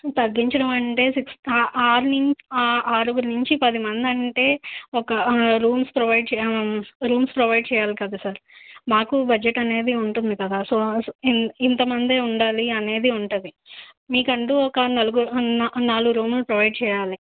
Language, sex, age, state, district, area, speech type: Telugu, female, 30-45, Andhra Pradesh, Nandyal, rural, conversation